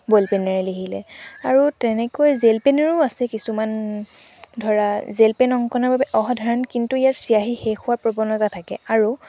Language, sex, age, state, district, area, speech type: Assamese, female, 18-30, Assam, Sivasagar, rural, spontaneous